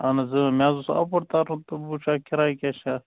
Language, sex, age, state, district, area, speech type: Kashmiri, male, 30-45, Jammu and Kashmir, Baramulla, rural, conversation